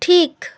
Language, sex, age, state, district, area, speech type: Bengali, female, 30-45, West Bengal, Hooghly, urban, read